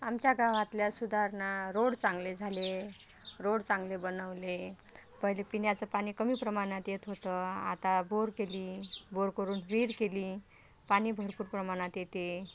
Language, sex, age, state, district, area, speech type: Marathi, female, 45-60, Maharashtra, Washim, rural, spontaneous